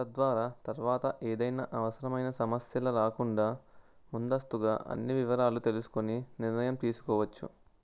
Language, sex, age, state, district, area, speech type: Telugu, male, 18-30, Andhra Pradesh, Nellore, rural, spontaneous